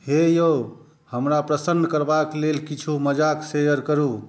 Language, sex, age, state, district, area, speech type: Maithili, male, 30-45, Bihar, Saharsa, rural, read